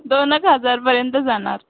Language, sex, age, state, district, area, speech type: Marathi, female, 18-30, Maharashtra, Wardha, rural, conversation